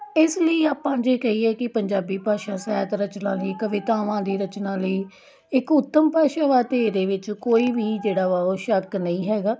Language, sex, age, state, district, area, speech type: Punjabi, female, 30-45, Punjab, Tarn Taran, urban, spontaneous